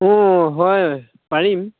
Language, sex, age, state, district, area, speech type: Assamese, male, 18-30, Assam, Dhemaji, rural, conversation